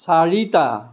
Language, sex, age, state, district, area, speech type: Assamese, male, 60+, Assam, Kamrup Metropolitan, urban, read